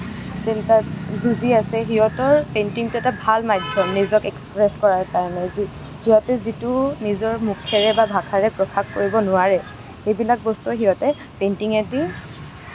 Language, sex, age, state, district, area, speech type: Assamese, female, 18-30, Assam, Kamrup Metropolitan, urban, spontaneous